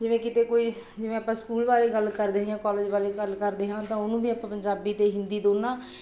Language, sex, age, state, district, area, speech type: Punjabi, female, 30-45, Punjab, Bathinda, urban, spontaneous